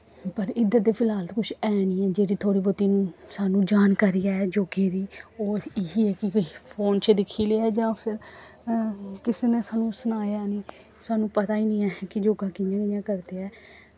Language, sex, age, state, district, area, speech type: Dogri, female, 18-30, Jammu and Kashmir, Samba, rural, spontaneous